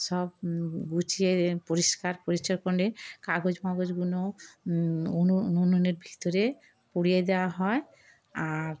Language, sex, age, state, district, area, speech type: Bengali, female, 60+, West Bengal, Darjeeling, rural, spontaneous